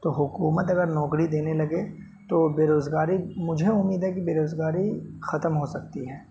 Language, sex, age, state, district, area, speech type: Urdu, male, 18-30, Delhi, North West Delhi, urban, spontaneous